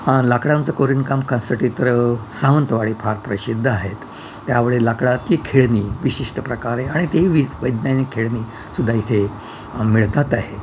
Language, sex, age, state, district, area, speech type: Marathi, male, 60+, Maharashtra, Yavatmal, urban, spontaneous